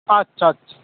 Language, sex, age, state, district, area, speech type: Bengali, male, 18-30, West Bengal, Howrah, urban, conversation